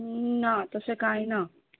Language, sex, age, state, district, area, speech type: Goan Konkani, female, 30-45, Goa, Tiswadi, rural, conversation